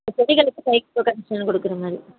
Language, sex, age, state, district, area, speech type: Tamil, female, 45-60, Tamil Nadu, Kanchipuram, urban, conversation